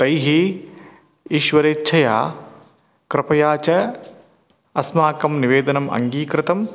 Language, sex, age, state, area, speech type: Sanskrit, male, 30-45, Rajasthan, urban, spontaneous